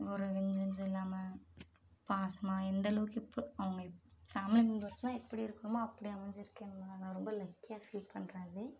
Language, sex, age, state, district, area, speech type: Tamil, female, 30-45, Tamil Nadu, Mayiladuthurai, urban, spontaneous